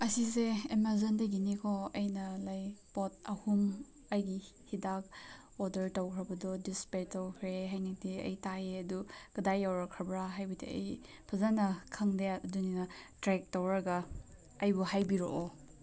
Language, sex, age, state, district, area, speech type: Manipuri, female, 18-30, Manipur, Chandel, rural, spontaneous